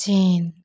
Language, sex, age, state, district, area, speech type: Maithili, female, 30-45, Bihar, Samastipur, rural, spontaneous